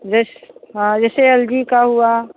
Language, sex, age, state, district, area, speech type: Hindi, female, 60+, Uttar Pradesh, Prayagraj, urban, conversation